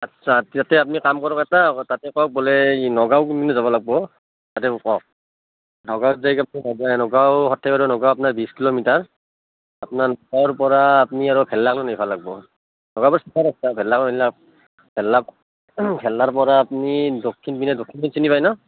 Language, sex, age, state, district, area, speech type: Assamese, male, 30-45, Assam, Barpeta, rural, conversation